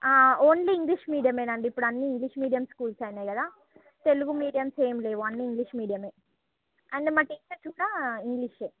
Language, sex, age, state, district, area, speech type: Telugu, female, 30-45, Andhra Pradesh, Srikakulam, urban, conversation